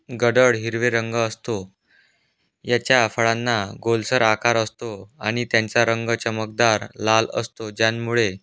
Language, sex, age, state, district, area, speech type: Marathi, male, 18-30, Maharashtra, Aurangabad, rural, spontaneous